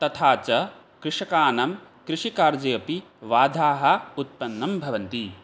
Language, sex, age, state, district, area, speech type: Sanskrit, male, 18-30, Assam, Barpeta, rural, spontaneous